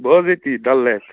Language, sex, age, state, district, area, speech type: Kashmiri, male, 30-45, Jammu and Kashmir, Srinagar, urban, conversation